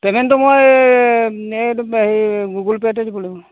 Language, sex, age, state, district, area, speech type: Assamese, male, 30-45, Assam, Golaghat, rural, conversation